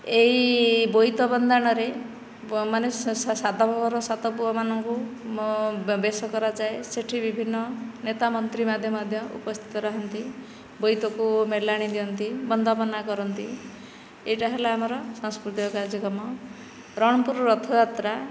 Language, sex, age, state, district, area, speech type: Odia, female, 45-60, Odisha, Nayagarh, rural, spontaneous